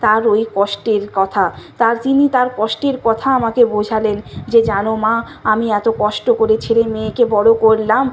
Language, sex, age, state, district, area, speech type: Bengali, female, 30-45, West Bengal, Nadia, rural, spontaneous